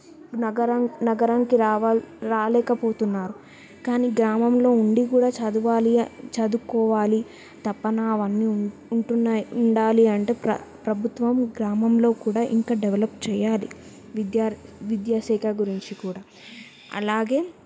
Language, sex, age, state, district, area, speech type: Telugu, female, 18-30, Telangana, Yadadri Bhuvanagiri, urban, spontaneous